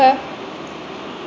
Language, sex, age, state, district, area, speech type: Sindhi, female, 30-45, Madhya Pradesh, Katni, urban, read